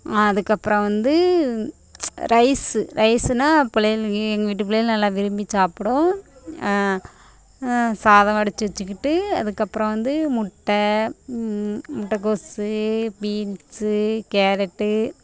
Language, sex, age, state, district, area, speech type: Tamil, female, 30-45, Tamil Nadu, Thoothukudi, rural, spontaneous